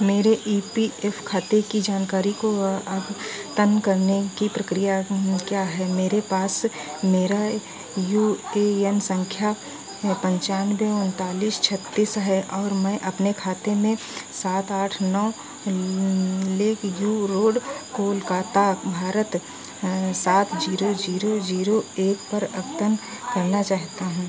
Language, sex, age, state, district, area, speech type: Hindi, female, 45-60, Uttar Pradesh, Sitapur, rural, read